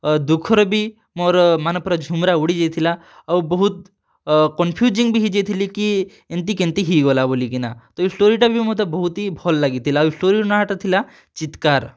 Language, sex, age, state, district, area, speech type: Odia, male, 30-45, Odisha, Kalahandi, rural, spontaneous